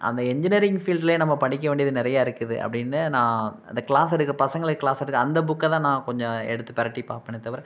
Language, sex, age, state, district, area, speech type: Tamil, male, 45-60, Tamil Nadu, Thanjavur, rural, spontaneous